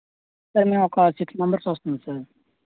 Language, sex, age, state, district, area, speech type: Telugu, male, 45-60, Andhra Pradesh, Vizianagaram, rural, conversation